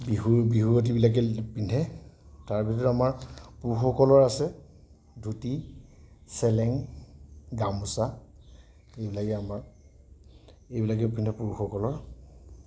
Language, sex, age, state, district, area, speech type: Assamese, male, 45-60, Assam, Nagaon, rural, spontaneous